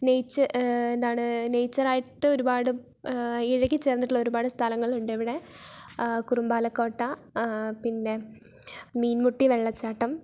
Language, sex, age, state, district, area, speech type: Malayalam, female, 18-30, Kerala, Wayanad, rural, spontaneous